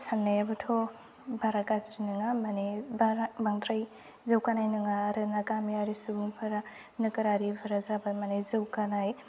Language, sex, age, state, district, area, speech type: Bodo, female, 18-30, Assam, Udalguri, rural, spontaneous